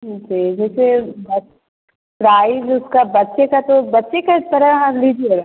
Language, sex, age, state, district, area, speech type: Hindi, female, 18-30, Bihar, Begusarai, rural, conversation